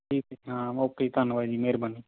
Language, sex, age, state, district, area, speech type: Punjabi, male, 30-45, Punjab, Fazilka, rural, conversation